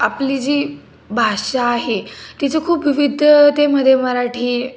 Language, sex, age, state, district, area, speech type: Marathi, female, 18-30, Maharashtra, Nashik, urban, spontaneous